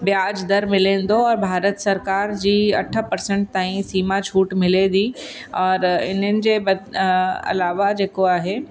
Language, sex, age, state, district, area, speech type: Sindhi, female, 30-45, Uttar Pradesh, Lucknow, urban, spontaneous